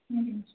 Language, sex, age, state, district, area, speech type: Kannada, female, 18-30, Karnataka, Hassan, rural, conversation